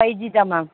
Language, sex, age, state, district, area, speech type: Tamil, female, 45-60, Tamil Nadu, Nilgiris, rural, conversation